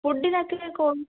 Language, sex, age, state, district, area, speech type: Malayalam, female, 30-45, Kerala, Kozhikode, urban, conversation